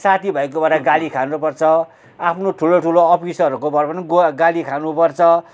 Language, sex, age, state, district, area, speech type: Nepali, male, 60+, West Bengal, Kalimpong, rural, spontaneous